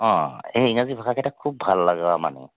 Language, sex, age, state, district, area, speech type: Assamese, male, 45-60, Assam, Tinsukia, urban, conversation